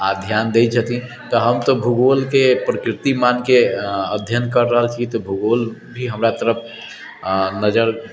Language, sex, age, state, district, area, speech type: Maithili, male, 30-45, Bihar, Sitamarhi, urban, spontaneous